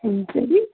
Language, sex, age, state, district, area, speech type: Malayalam, female, 30-45, Kerala, Alappuzha, rural, conversation